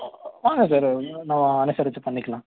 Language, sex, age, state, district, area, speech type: Tamil, male, 18-30, Tamil Nadu, Nilgiris, urban, conversation